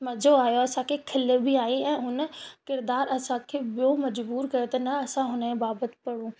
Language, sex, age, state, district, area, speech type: Sindhi, female, 18-30, Rajasthan, Ajmer, urban, spontaneous